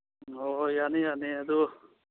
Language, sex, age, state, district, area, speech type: Manipuri, male, 30-45, Manipur, Churachandpur, rural, conversation